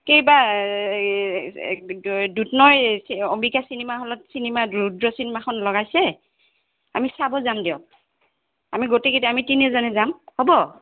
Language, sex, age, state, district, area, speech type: Assamese, female, 60+, Assam, Goalpara, urban, conversation